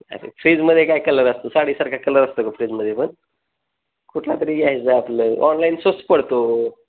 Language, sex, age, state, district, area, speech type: Marathi, male, 30-45, Maharashtra, Osmanabad, rural, conversation